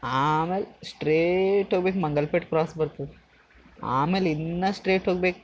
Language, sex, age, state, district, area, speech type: Kannada, male, 18-30, Karnataka, Bidar, urban, spontaneous